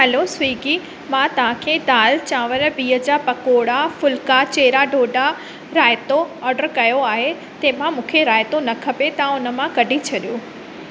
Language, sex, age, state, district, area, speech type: Sindhi, female, 30-45, Madhya Pradesh, Katni, urban, spontaneous